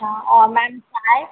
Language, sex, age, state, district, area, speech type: Hindi, female, 18-30, Madhya Pradesh, Harda, urban, conversation